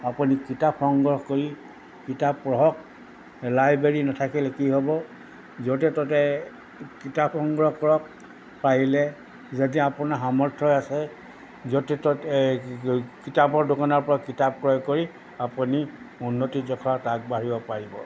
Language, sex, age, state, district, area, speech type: Assamese, male, 60+, Assam, Golaghat, urban, spontaneous